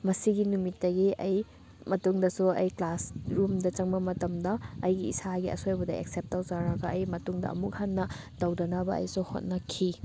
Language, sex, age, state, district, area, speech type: Manipuri, female, 18-30, Manipur, Thoubal, rural, spontaneous